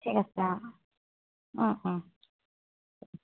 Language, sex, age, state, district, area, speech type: Assamese, female, 18-30, Assam, Jorhat, urban, conversation